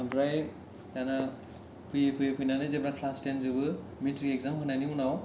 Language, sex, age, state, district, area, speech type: Bodo, male, 18-30, Assam, Kokrajhar, rural, spontaneous